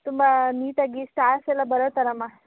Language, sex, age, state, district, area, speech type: Kannada, female, 18-30, Karnataka, Hassan, rural, conversation